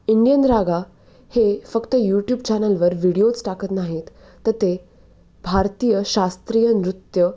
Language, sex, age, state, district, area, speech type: Marathi, female, 18-30, Maharashtra, Nashik, urban, spontaneous